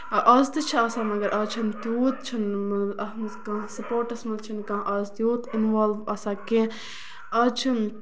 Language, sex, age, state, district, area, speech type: Kashmiri, female, 30-45, Jammu and Kashmir, Bandipora, rural, spontaneous